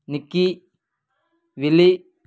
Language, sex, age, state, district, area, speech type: Telugu, male, 18-30, Andhra Pradesh, Kadapa, rural, spontaneous